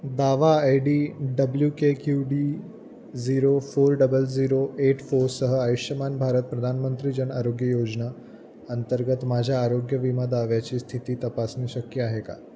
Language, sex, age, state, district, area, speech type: Marathi, male, 18-30, Maharashtra, Jalna, rural, read